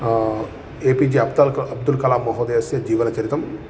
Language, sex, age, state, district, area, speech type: Sanskrit, male, 30-45, Telangana, Karimnagar, rural, spontaneous